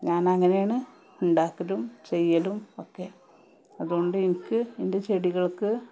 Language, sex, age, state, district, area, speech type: Malayalam, female, 30-45, Kerala, Malappuram, rural, spontaneous